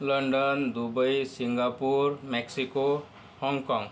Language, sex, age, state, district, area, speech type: Marathi, male, 18-30, Maharashtra, Yavatmal, rural, spontaneous